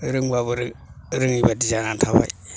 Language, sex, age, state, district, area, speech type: Bodo, male, 60+, Assam, Chirang, rural, spontaneous